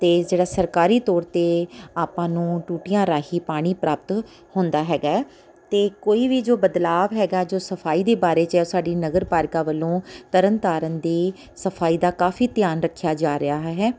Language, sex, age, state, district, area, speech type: Punjabi, female, 30-45, Punjab, Tarn Taran, urban, spontaneous